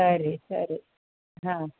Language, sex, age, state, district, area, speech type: Kannada, female, 45-60, Karnataka, Uttara Kannada, rural, conversation